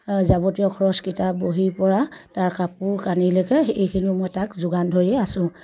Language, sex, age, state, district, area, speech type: Assamese, female, 30-45, Assam, Sivasagar, rural, spontaneous